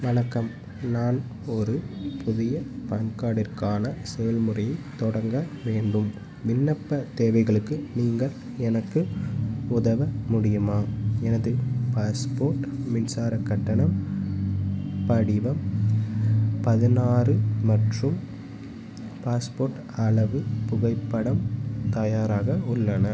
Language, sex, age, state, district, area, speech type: Tamil, male, 18-30, Tamil Nadu, Tiruchirappalli, rural, read